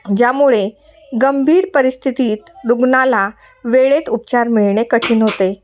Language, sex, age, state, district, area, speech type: Marathi, female, 30-45, Maharashtra, Nashik, urban, spontaneous